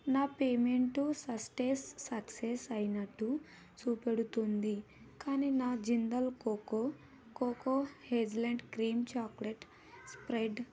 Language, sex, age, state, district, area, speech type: Telugu, female, 30-45, Telangana, Vikarabad, rural, read